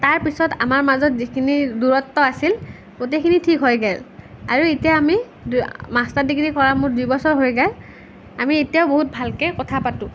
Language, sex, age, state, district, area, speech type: Assamese, female, 18-30, Assam, Nalbari, rural, spontaneous